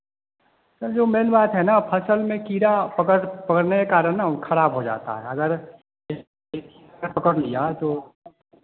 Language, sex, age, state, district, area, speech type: Hindi, male, 30-45, Bihar, Vaishali, urban, conversation